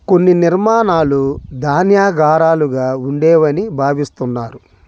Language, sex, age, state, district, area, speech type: Telugu, male, 30-45, Andhra Pradesh, Bapatla, urban, read